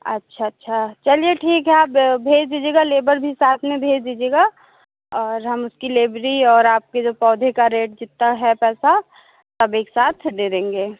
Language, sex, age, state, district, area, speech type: Hindi, female, 30-45, Uttar Pradesh, Lucknow, rural, conversation